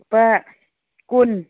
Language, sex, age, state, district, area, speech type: Manipuri, female, 60+, Manipur, Churachandpur, urban, conversation